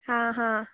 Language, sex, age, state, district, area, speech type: Goan Konkani, female, 18-30, Goa, Canacona, rural, conversation